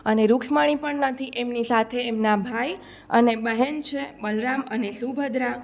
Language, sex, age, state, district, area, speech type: Gujarati, female, 18-30, Gujarat, Surat, rural, spontaneous